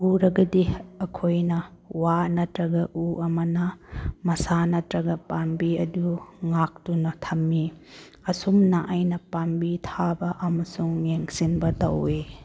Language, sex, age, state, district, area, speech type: Manipuri, female, 18-30, Manipur, Chandel, rural, spontaneous